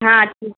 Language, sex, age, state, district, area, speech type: Urdu, female, 18-30, Maharashtra, Nashik, urban, conversation